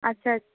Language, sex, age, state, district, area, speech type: Bengali, female, 18-30, West Bengal, Nadia, rural, conversation